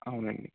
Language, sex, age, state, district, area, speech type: Telugu, male, 18-30, Andhra Pradesh, Eluru, urban, conversation